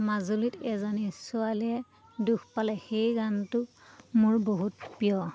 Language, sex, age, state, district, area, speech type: Assamese, female, 30-45, Assam, Lakhimpur, rural, spontaneous